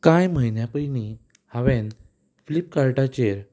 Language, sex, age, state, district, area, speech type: Goan Konkani, male, 18-30, Goa, Ponda, rural, spontaneous